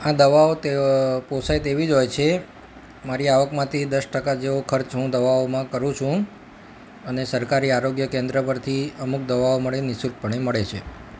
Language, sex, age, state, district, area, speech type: Gujarati, male, 30-45, Gujarat, Ahmedabad, urban, spontaneous